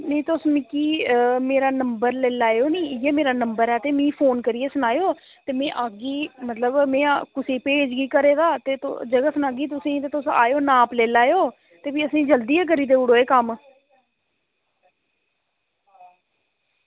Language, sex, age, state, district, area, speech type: Dogri, female, 30-45, Jammu and Kashmir, Reasi, rural, conversation